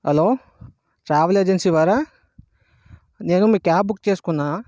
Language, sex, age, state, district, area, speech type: Telugu, male, 18-30, Andhra Pradesh, Vizianagaram, urban, spontaneous